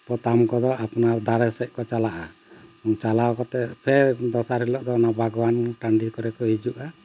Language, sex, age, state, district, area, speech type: Santali, male, 45-60, Jharkhand, Bokaro, rural, spontaneous